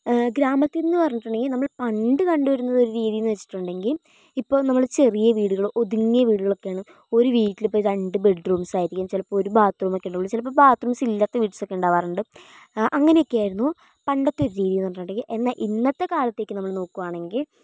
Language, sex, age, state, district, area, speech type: Malayalam, female, 18-30, Kerala, Wayanad, rural, spontaneous